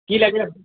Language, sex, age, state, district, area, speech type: Assamese, male, 18-30, Assam, Nalbari, rural, conversation